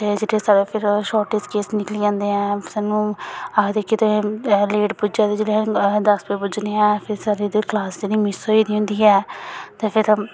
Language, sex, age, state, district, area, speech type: Dogri, female, 18-30, Jammu and Kashmir, Samba, rural, spontaneous